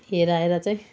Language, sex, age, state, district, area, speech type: Nepali, female, 60+, West Bengal, Kalimpong, rural, spontaneous